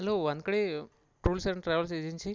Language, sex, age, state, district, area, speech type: Marathi, male, 30-45, Maharashtra, Akola, urban, spontaneous